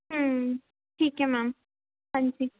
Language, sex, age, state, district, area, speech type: Punjabi, female, 18-30, Punjab, Tarn Taran, urban, conversation